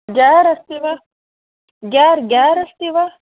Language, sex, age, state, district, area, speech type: Sanskrit, female, 18-30, Karnataka, Dakshina Kannada, rural, conversation